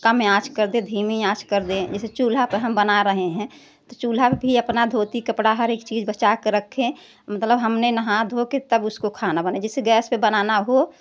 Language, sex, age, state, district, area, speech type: Hindi, female, 60+, Uttar Pradesh, Prayagraj, urban, spontaneous